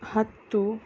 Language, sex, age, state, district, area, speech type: Kannada, female, 18-30, Karnataka, Udupi, rural, spontaneous